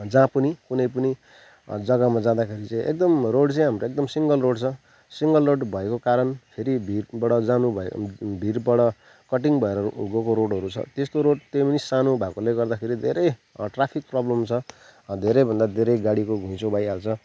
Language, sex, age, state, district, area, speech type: Nepali, male, 30-45, West Bengal, Kalimpong, rural, spontaneous